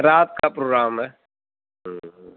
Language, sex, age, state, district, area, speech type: Urdu, male, 45-60, Uttar Pradesh, Mau, urban, conversation